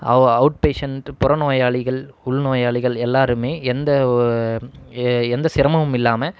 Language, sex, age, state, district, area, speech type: Tamil, male, 30-45, Tamil Nadu, Erode, rural, spontaneous